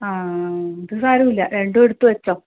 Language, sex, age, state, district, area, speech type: Malayalam, female, 30-45, Kerala, Kannur, rural, conversation